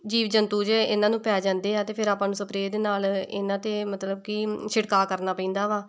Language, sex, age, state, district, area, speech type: Punjabi, female, 18-30, Punjab, Tarn Taran, rural, spontaneous